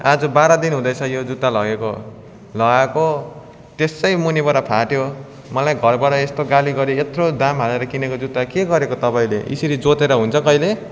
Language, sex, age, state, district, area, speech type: Nepali, male, 18-30, West Bengal, Darjeeling, rural, spontaneous